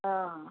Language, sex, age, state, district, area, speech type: Odia, female, 60+, Odisha, Jagatsinghpur, rural, conversation